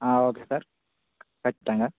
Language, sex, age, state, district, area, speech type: Telugu, male, 18-30, Telangana, Bhadradri Kothagudem, urban, conversation